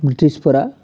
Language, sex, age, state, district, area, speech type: Bodo, male, 30-45, Assam, Chirang, urban, spontaneous